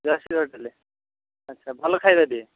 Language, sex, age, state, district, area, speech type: Odia, male, 30-45, Odisha, Dhenkanal, rural, conversation